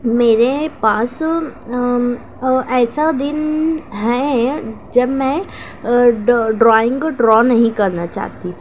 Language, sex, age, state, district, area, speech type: Urdu, female, 18-30, Maharashtra, Nashik, rural, spontaneous